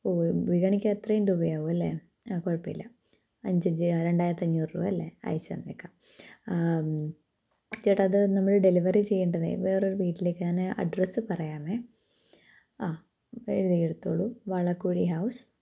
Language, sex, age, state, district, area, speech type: Malayalam, female, 18-30, Kerala, Pathanamthitta, rural, spontaneous